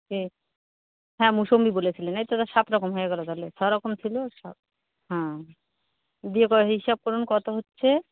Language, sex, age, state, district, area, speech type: Bengali, female, 45-60, West Bengal, Purba Bardhaman, rural, conversation